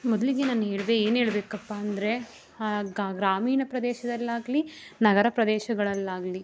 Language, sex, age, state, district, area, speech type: Kannada, female, 18-30, Karnataka, Mandya, rural, spontaneous